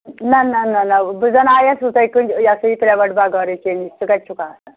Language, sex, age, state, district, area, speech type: Kashmiri, female, 60+, Jammu and Kashmir, Anantnag, rural, conversation